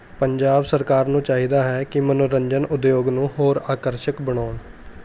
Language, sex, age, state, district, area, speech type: Punjabi, male, 18-30, Punjab, Mohali, urban, spontaneous